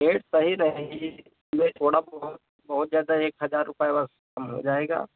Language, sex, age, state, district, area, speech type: Hindi, male, 30-45, Uttar Pradesh, Lucknow, rural, conversation